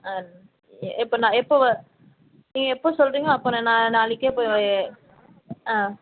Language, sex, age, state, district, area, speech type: Tamil, female, 45-60, Tamil Nadu, Krishnagiri, rural, conversation